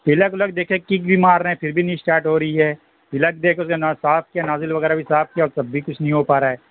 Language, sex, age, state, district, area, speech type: Urdu, male, 45-60, Bihar, Saharsa, rural, conversation